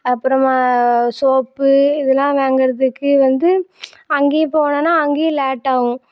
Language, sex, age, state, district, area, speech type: Tamil, female, 18-30, Tamil Nadu, Thoothukudi, urban, spontaneous